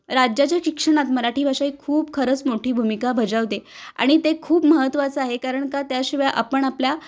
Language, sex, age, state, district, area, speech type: Marathi, female, 30-45, Maharashtra, Kolhapur, urban, spontaneous